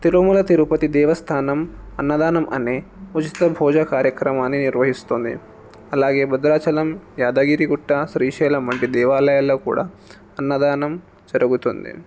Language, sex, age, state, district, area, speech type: Telugu, male, 18-30, Telangana, Jangaon, urban, spontaneous